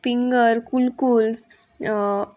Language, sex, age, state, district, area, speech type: Goan Konkani, female, 18-30, Goa, Murmgao, urban, spontaneous